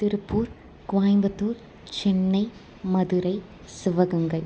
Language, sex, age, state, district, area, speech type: Tamil, female, 18-30, Tamil Nadu, Tiruppur, rural, spontaneous